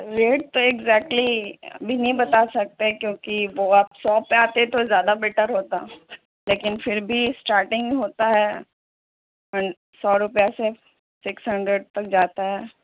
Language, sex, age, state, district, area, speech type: Urdu, female, 18-30, Bihar, Gaya, urban, conversation